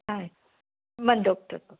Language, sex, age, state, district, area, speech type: Kannada, female, 60+, Karnataka, Belgaum, rural, conversation